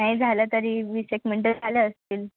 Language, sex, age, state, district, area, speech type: Marathi, female, 18-30, Maharashtra, Nashik, urban, conversation